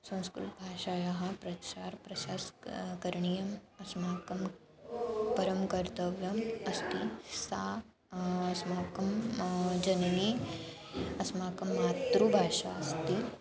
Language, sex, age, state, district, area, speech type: Sanskrit, female, 18-30, Maharashtra, Nagpur, urban, spontaneous